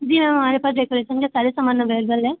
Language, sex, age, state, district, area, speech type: Hindi, female, 18-30, Uttar Pradesh, Bhadohi, rural, conversation